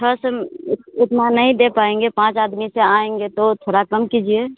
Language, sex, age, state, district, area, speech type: Hindi, female, 18-30, Bihar, Madhepura, rural, conversation